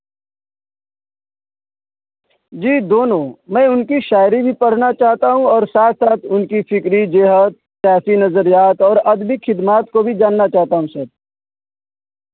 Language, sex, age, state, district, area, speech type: Urdu, male, 18-30, Delhi, New Delhi, rural, conversation